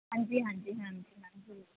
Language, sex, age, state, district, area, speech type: Punjabi, female, 18-30, Punjab, Fazilka, rural, conversation